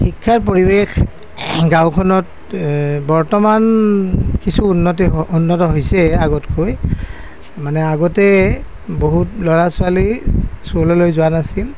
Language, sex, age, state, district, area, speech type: Assamese, male, 60+, Assam, Nalbari, rural, spontaneous